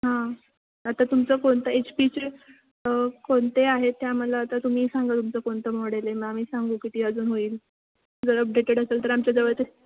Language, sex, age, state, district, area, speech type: Marathi, female, 18-30, Maharashtra, Ratnagiri, rural, conversation